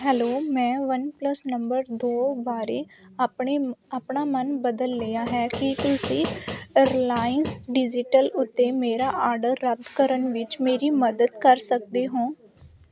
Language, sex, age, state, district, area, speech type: Punjabi, female, 18-30, Punjab, Sangrur, urban, read